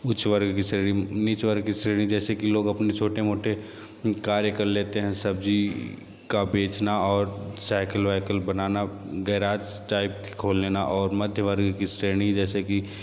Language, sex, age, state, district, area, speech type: Hindi, male, 60+, Uttar Pradesh, Sonbhadra, rural, spontaneous